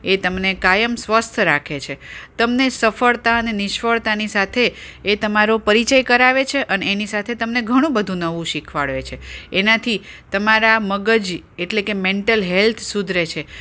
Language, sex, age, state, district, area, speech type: Gujarati, female, 45-60, Gujarat, Ahmedabad, urban, spontaneous